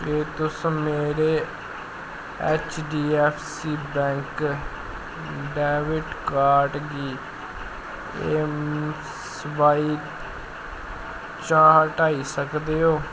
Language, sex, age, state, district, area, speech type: Dogri, male, 18-30, Jammu and Kashmir, Jammu, rural, read